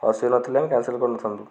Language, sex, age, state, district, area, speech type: Odia, male, 18-30, Odisha, Kendujhar, urban, spontaneous